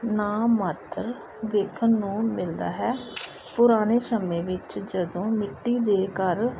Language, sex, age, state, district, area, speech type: Punjabi, female, 30-45, Punjab, Gurdaspur, urban, spontaneous